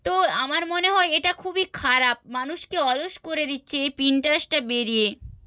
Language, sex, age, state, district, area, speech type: Bengali, female, 30-45, West Bengal, Nadia, rural, spontaneous